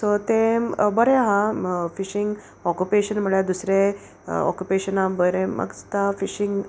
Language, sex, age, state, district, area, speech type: Goan Konkani, female, 30-45, Goa, Salcete, rural, spontaneous